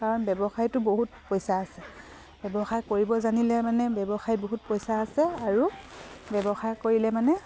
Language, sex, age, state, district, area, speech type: Assamese, female, 45-60, Assam, Dibrugarh, rural, spontaneous